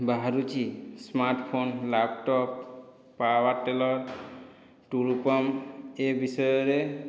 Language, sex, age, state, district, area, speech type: Odia, male, 30-45, Odisha, Boudh, rural, spontaneous